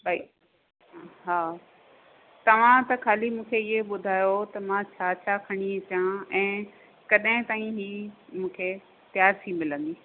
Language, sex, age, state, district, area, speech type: Sindhi, female, 45-60, Rajasthan, Ajmer, rural, conversation